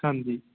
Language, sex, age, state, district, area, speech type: Punjabi, male, 18-30, Punjab, Patiala, rural, conversation